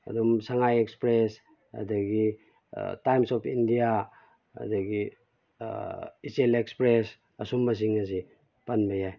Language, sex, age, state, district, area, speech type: Manipuri, male, 30-45, Manipur, Kakching, rural, spontaneous